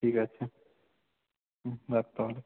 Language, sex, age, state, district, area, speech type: Bengali, male, 18-30, West Bengal, South 24 Parganas, rural, conversation